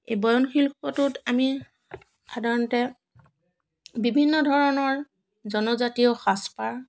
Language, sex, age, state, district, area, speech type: Assamese, female, 45-60, Assam, Biswanath, rural, spontaneous